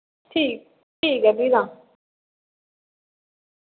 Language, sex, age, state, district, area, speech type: Dogri, female, 18-30, Jammu and Kashmir, Samba, rural, conversation